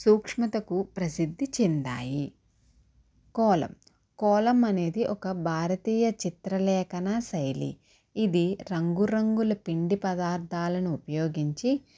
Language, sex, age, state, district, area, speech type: Telugu, female, 18-30, Andhra Pradesh, Konaseema, rural, spontaneous